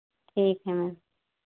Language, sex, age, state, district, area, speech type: Hindi, female, 45-60, Uttar Pradesh, Ayodhya, rural, conversation